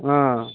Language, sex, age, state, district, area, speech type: Telugu, male, 60+, Andhra Pradesh, Guntur, urban, conversation